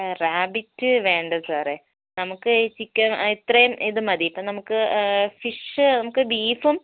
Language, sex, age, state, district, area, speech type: Malayalam, female, 18-30, Kerala, Wayanad, rural, conversation